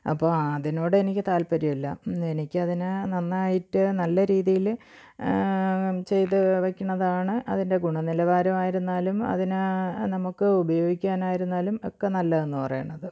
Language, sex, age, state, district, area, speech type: Malayalam, female, 45-60, Kerala, Thiruvananthapuram, rural, spontaneous